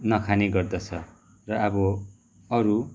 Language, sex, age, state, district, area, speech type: Nepali, male, 30-45, West Bengal, Kalimpong, rural, spontaneous